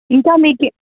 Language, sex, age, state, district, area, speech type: Telugu, female, 30-45, Andhra Pradesh, Sri Satya Sai, urban, conversation